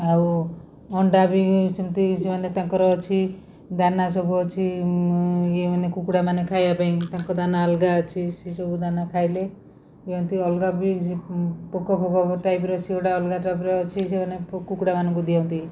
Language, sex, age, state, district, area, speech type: Odia, female, 45-60, Odisha, Rayagada, rural, spontaneous